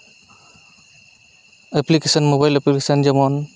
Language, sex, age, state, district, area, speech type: Santali, male, 30-45, West Bengal, Purulia, rural, spontaneous